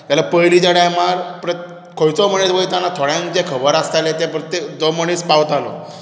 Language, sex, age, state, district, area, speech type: Goan Konkani, male, 18-30, Goa, Bardez, urban, spontaneous